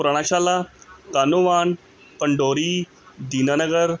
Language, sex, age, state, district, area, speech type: Punjabi, male, 30-45, Punjab, Gurdaspur, urban, spontaneous